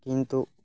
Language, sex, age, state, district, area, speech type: Santali, male, 18-30, West Bengal, Purba Bardhaman, rural, spontaneous